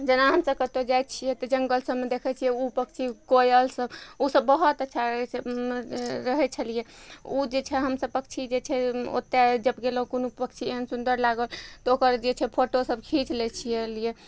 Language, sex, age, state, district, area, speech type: Maithili, female, 30-45, Bihar, Araria, rural, spontaneous